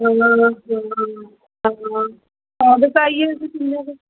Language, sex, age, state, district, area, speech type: Punjabi, female, 45-60, Punjab, Mohali, urban, conversation